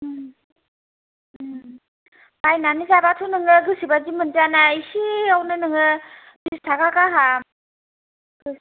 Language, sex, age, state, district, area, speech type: Bodo, other, 30-45, Assam, Kokrajhar, rural, conversation